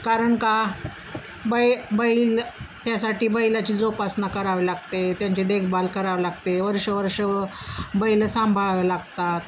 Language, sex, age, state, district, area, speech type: Marathi, female, 45-60, Maharashtra, Osmanabad, rural, spontaneous